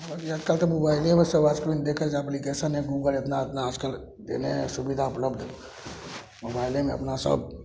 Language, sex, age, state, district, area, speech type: Maithili, male, 30-45, Bihar, Samastipur, rural, spontaneous